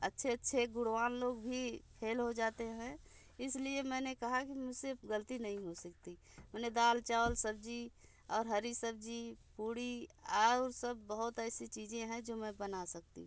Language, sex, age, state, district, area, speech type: Hindi, female, 60+, Uttar Pradesh, Bhadohi, urban, spontaneous